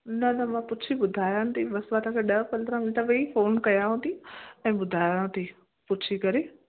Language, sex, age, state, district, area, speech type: Sindhi, female, 30-45, Gujarat, Kutch, urban, conversation